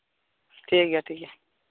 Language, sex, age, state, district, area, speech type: Santali, male, 18-30, Jharkhand, Pakur, rural, conversation